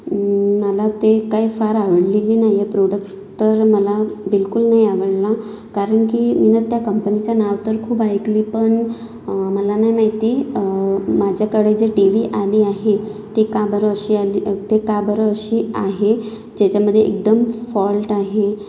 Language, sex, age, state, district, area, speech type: Marathi, female, 18-30, Maharashtra, Nagpur, urban, spontaneous